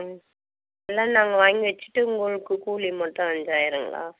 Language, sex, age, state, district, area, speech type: Tamil, female, 60+, Tamil Nadu, Vellore, rural, conversation